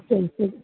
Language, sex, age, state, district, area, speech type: Malayalam, female, 30-45, Kerala, Alappuzha, rural, conversation